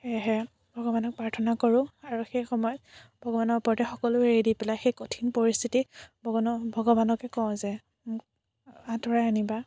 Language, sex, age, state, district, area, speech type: Assamese, female, 18-30, Assam, Biswanath, rural, spontaneous